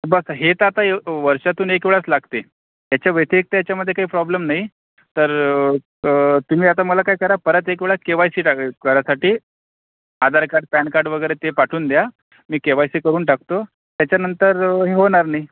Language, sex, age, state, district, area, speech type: Marathi, male, 45-60, Maharashtra, Akola, urban, conversation